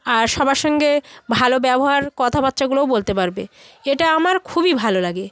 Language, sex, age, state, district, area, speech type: Bengali, female, 30-45, West Bengal, South 24 Parganas, rural, spontaneous